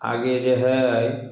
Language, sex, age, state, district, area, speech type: Maithili, male, 45-60, Bihar, Samastipur, urban, spontaneous